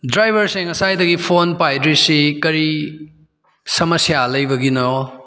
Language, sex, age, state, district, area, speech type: Manipuri, male, 18-30, Manipur, Kakching, rural, spontaneous